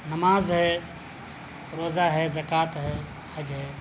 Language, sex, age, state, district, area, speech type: Urdu, male, 30-45, Delhi, South Delhi, urban, spontaneous